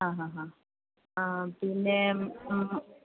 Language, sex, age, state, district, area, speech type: Malayalam, female, 30-45, Kerala, Pathanamthitta, rural, conversation